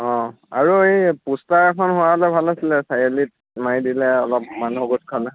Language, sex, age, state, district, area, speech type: Assamese, male, 18-30, Assam, Lakhimpur, rural, conversation